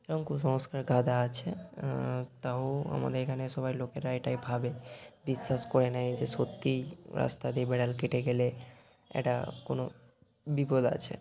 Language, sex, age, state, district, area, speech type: Bengali, male, 30-45, West Bengal, Bankura, urban, spontaneous